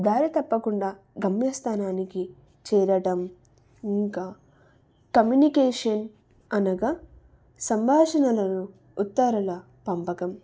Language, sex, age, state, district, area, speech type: Telugu, female, 18-30, Telangana, Wanaparthy, urban, spontaneous